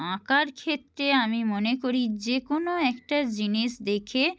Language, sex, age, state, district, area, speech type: Bengali, female, 30-45, West Bengal, Purba Medinipur, rural, spontaneous